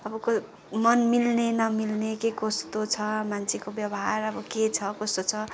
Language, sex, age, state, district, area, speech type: Nepali, female, 45-60, West Bengal, Kalimpong, rural, spontaneous